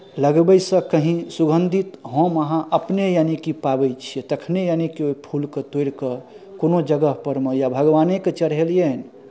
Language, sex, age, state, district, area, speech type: Maithili, male, 30-45, Bihar, Darbhanga, urban, spontaneous